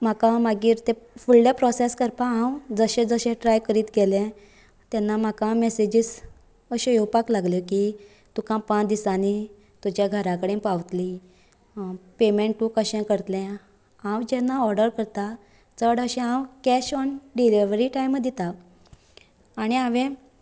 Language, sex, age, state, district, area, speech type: Goan Konkani, female, 18-30, Goa, Canacona, rural, spontaneous